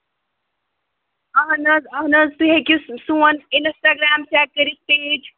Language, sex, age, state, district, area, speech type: Kashmiri, female, 30-45, Jammu and Kashmir, Srinagar, urban, conversation